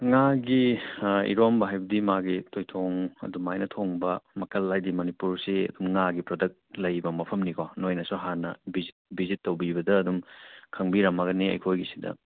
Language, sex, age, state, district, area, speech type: Manipuri, male, 30-45, Manipur, Churachandpur, rural, conversation